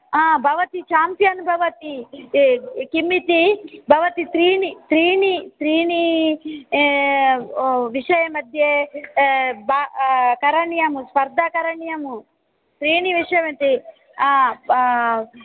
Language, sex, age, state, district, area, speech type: Sanskrit, female, 45-60, Karnataka, Dakshina Kannada, rural, conversation